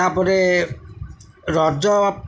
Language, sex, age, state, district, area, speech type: Odia, male, 45-60, Odisha, Jagatsinghpur, urban, spontaneous